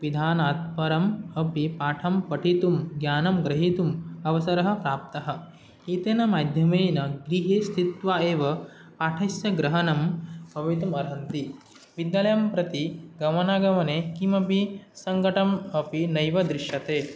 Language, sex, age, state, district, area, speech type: Sanskrit, male, 18-30, Assam, Nagaon, rural, spontaneous